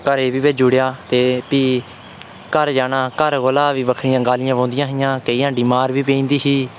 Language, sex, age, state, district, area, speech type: Dogri, male, 18-30, Jammu and Kashmir, Udhampur, rural, spontaneous